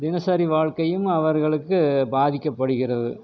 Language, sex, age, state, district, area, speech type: Tamil, male, 45-60, Tamil Nadu, Erode, rural, spontaneous